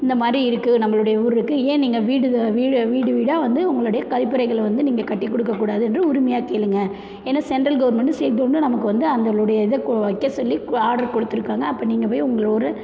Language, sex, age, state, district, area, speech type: Tamil, female, 30-45, Tamil Nadu, Perambalur, rural, spontaneous